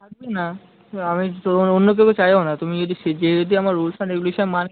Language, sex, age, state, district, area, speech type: Bengali, male, 18-30, West Bengal, Kolkata, urban, conversation